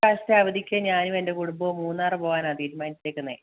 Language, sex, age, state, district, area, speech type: Malayalam, female, 30-45, Kerala, Idukki, rural, conversation